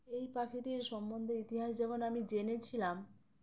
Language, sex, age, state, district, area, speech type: Bengali, female, 30-45, West Bengal, Uttar Dinajpur, urban, spontaneous